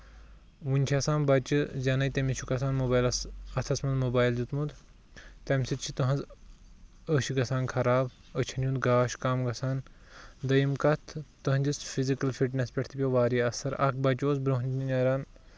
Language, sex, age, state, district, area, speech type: Kashmiri, male, 18-30, Jammu and Kashmir, Pulwama, rural, spontaneous